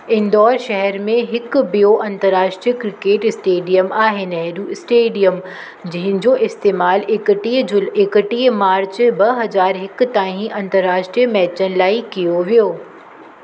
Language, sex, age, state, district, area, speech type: Sindhi, female, 30-45, Maharashtra, Mumbai Suburban, urban, read